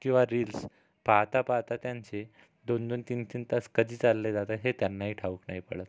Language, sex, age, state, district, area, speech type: Marathi, male, 45-60, Maharashtra, Amravati, urban, spontaneous